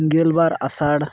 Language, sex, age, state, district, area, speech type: Santali, male, 18-30, West Bengal, Purulia, rural, spontaneous